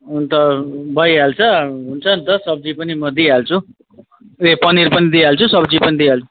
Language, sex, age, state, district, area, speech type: Nepali, male, 30-45, West Bengal, Darjeeling, rural, conversation